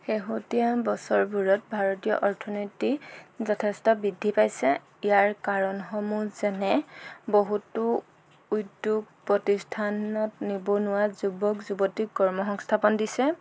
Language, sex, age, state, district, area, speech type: Assamese, female, 18-30, Assam, Jorhat, urban, spontaneous